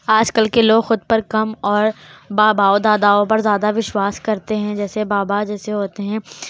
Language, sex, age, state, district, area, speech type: Urdu, female, 18-30, Uttar Pradesh, Lucknow, rural, spontaneous